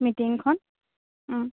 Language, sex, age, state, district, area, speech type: Assamese, female, 18-30, Assam, Kamrup Metropolitan, urban, conversation